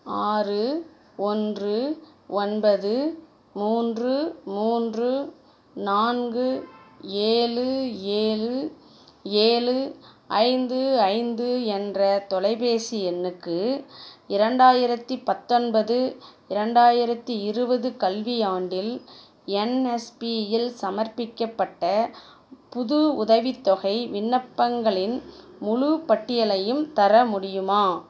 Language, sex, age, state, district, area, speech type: Tamil, female, 45-60, Tamil Nadu, Dharmapuri, rural, read